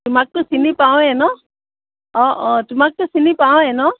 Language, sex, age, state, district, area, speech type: Assamese, female, 45-60, Assam, Sivasagar, rural, conversation